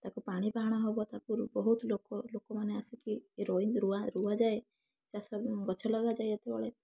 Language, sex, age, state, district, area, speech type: Odia, female, 18-30, Odisha, Balasore, rural, spontaneous